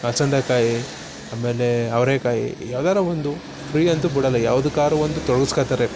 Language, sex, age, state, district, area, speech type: Kannada, male, 30-45, Karnataka, Mysore, rural, spontaneous